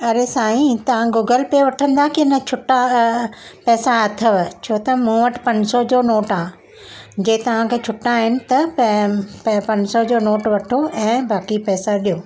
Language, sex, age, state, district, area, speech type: Sindhi, female, 60+, Maharashtra, Mumbai Suburban, urban, spontaneous